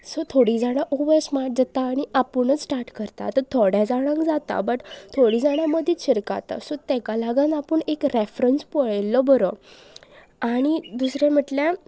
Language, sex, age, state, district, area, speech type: Goan Konkani, female, 18-30, Goa, Pernem, rural, spontaneous